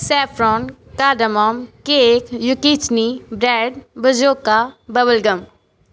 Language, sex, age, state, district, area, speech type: Punjabi, female, 18-30, Punjab, Barnala, rural, spontaneous